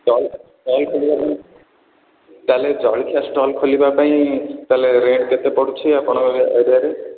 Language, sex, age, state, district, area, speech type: Odia, male, 18-30, Odisha, Ganjam, urban, conversation